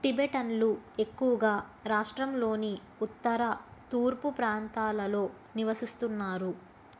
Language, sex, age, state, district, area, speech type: Telugu, female, 30-45, Andhra Pradesh, Krishna, urban, read